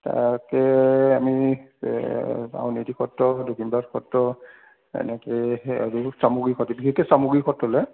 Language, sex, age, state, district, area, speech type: Assamese, male, 60+, Assam, Majuli, urban, conversation